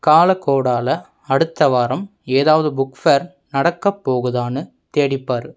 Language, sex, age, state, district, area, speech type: Tamil, male, 18-30, Tamil Nadu, Coimbatore, urban, read